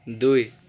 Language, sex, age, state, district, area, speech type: Assamese, male, 30-45, Assam, Charaideo, urban, read